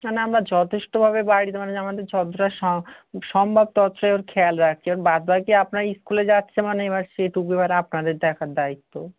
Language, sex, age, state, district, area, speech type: Bengali, male, 18-30, West Bengal, South 24 Parganas, rural, conversation